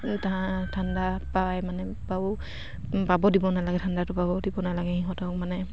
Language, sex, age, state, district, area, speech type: Assamese, female, 45-60, Assam, Dibrugarh, rural, spontaneous